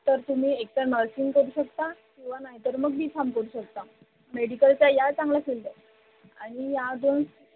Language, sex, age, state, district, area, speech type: Marathi, female, 18-30, Maharashtra, Wardha, rural, conversation